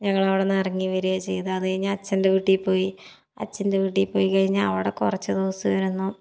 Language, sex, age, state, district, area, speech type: Malayalam, female, 18-30, Kerala, Palakkad, urban, spontaneous